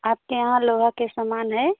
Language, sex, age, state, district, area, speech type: Hindi, female, 45-60, Uttar Pradesh, Pratapgarh, rural, conversation